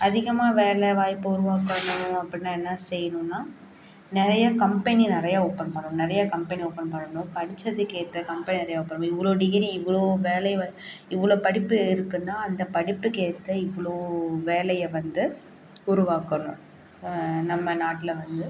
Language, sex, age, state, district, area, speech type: Tamil, female, 18-30, Tamil Nadu, Perambalur, urban, spontaneous